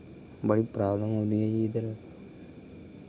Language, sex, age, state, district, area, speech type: Dogri, male, 30-45, Jammu and Kashmir, Udhampur, rural, spontaneous